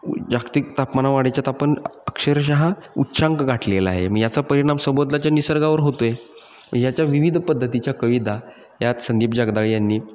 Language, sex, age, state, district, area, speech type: Marathi, male, 30-45, Maharashtra, Satara, urban, spontaneous